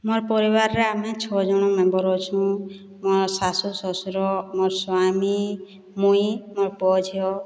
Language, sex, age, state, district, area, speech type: Odia, female, 45-60, Odisha, Boudh, rural, spontaneous